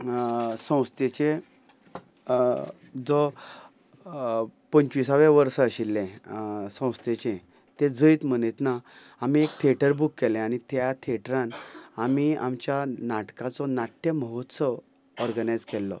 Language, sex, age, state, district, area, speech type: Goan Konkani, male, 45-60, Goa, Ponda, rural, spontaneous